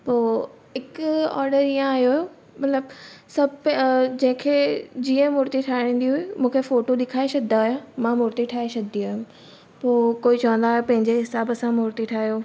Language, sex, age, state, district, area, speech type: Sindhi, female, 18-30, Gujarat, Surat, urban, spontaneous